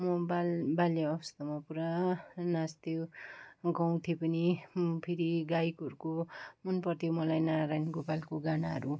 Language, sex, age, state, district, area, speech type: Nepali, female, 45-60, West Bengal, Kalimpong, rural, spontaneous